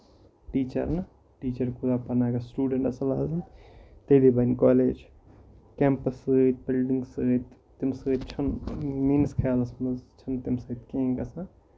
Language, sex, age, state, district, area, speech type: Kashmiri, male, 18-30, Jammu and Kashmir, Kupwara, rural, spontaneous